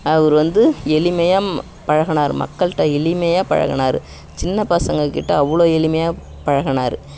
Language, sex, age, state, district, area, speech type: Tamil, female, 60+, Tamil Nadu, Kallakurichi, rural, spontaneous